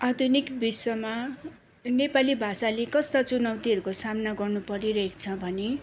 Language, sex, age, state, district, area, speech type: Nepali, female, 45-60, West Bengal, Darjeeling, rural, spontaneous